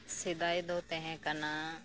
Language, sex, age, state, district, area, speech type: Santali, female, 30-45, West Bengal, Birbhum, rural, spontaneous